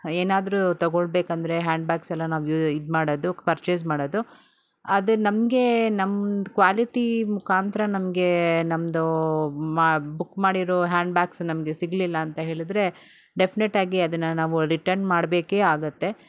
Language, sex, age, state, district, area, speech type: Kannada, female, 45-60, Karnataka, Bangalore Urban, rural, spontaneous